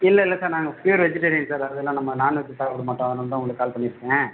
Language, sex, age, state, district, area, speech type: Tamil, male, 30-45, Tamil Nadu, Pudukkottai, rural, conversation